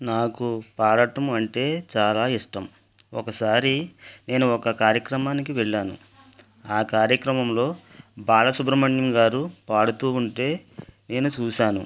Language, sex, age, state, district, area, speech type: Telugu, male, 45-60, Andhra Pradesh, West Godavari, rural, spontaneous